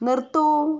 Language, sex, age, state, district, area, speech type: Malayalam, female, 30-45, Kerala, Wayanad, rural, read